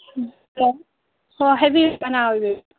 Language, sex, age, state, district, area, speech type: Manipuri, female, 30-45, Manipur, Senapati, rural, conversation